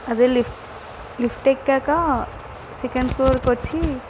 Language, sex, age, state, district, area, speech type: Telugu, female, 18-30, Andhra Pradesh, Visakhapatnam, rural, spontaneous